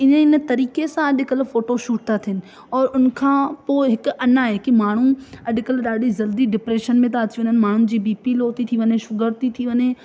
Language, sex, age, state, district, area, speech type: Sindhi, female, 18-30, Madhya Pradesh, Katni, rural, spontaneous